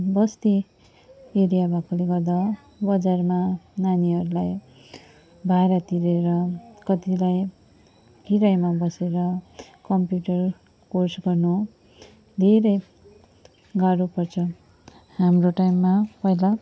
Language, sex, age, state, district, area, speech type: Nepali, female, 45-60, West Bengal, Darjeeling, rural, spontaneous